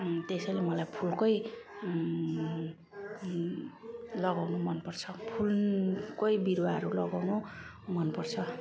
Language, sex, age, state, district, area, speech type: Nepali, female, 45-60, West Bengal, Jalpaiguri, urban, spontaneous